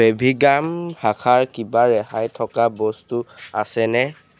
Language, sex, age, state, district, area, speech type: Assamese, male, 18-30, Assam, Jorhat, urban, read